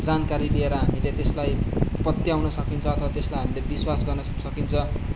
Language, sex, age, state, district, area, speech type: Nepali, male, 18-30, West Bengal, Darjeeling, rural, spontaneous